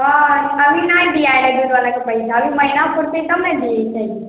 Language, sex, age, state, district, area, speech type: Maithili, female, 30-45, Bihar, Sitamarhi, rural, conversation